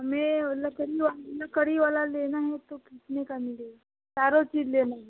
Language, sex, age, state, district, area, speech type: Hindi, female, 18-30, Uttar Pradesh, Jaunpur, rural, conversation